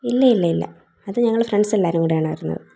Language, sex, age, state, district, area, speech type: Malayalam, female, 18-30, Kerala, Thiruvananthapuram, rural, spontaneous